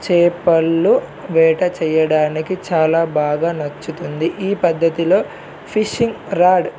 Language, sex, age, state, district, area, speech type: Telugu, male, 18-30, Telangana, Adilabad, urban, spontaneous